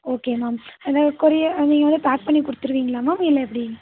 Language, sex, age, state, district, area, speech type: Tamil, female, 18-30, Tamil Nadu, Nilgiris, urban, conversation